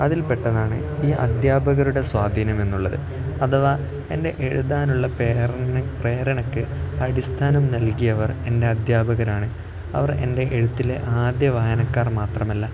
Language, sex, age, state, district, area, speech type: Malayalam, male, 18-30, Kerala, Kozhikode, rural, spontaneous